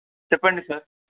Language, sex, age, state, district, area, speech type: Telugu, male, 18-30, Telangana, Medak, rural, conversation